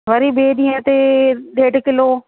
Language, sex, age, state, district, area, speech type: Sindhi, female, 30-45, Madhya Pradesh, Katni, urban, conversation